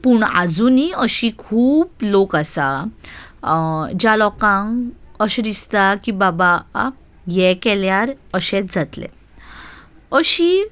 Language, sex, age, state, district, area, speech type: Goan Konkani, female, 18-30, Goa, Salcete, urban, spontaneous